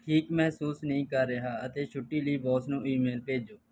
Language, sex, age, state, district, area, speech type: Punjabi, male, 18-30, Punjab, Barnala, rural, read